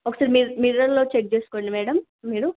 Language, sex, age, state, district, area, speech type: Telugu, female, 18-30, Telangana, Siddipet, urban, conversation